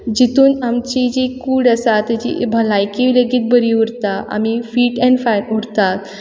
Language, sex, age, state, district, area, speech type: Goan Konkani, female, 18-30, Goa, Quepem, rural, spontaneous